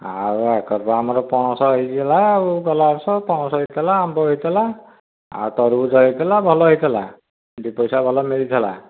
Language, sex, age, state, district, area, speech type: Odia, male, 30-45, Odisha, Dhenkanal, rural, conversation